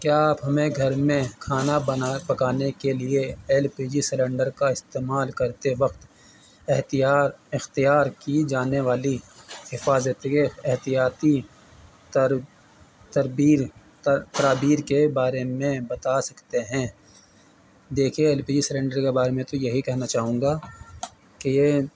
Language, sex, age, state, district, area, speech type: Urdu, male, 45-60, Uttar Pradesh, Muzaffarnagar, urban, spontaneous